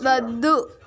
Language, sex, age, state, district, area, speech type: Telugu, female, 30-45, Andhra Pradesh, Visakhapatnam, urban, read